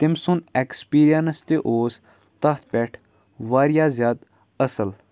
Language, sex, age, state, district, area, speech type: Kashmiri, male, 18-30, Jammu and Kashmir, Kupwara, rural, spontaneous